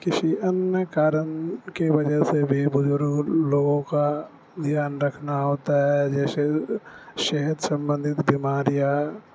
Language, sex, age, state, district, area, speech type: Urdu, male, 18-30, Bihar, Supaul, rural, spontaneous